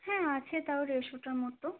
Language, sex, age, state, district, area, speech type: Bengali, female, 18-30, West Bengal, Hooghly, urban, conversation